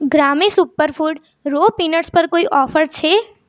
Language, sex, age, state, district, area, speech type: Gujarati, female, 18-30, Gujarat, Mehsana, rural, read